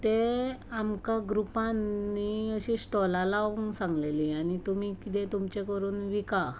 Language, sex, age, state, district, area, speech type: Goan Konkani, female, 45-60, Goa, Ponda, rural, spontaneous